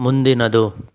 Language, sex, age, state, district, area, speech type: Kannada, male, 45-60, Karnataka, Bidar, rural, read